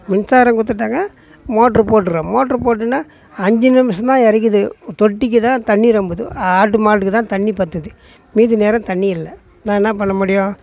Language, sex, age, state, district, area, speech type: Tamil, male, 60+, Tamil Nadu, Tiruvannamalai, rural, spontaneous